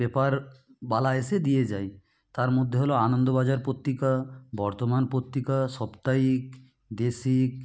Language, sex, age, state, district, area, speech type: Bengali, male, 18-30, West Bengal, Nadia, rural, spontaneous